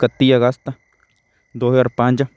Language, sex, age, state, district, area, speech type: Punjabi, male, 18-30, Punjab, Shaheed Bhagat Singh Nagar, urban, spontaneous